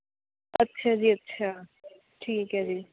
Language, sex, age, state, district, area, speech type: Punjabi, female, 18-30, Punjab, Mohali, rural, conversation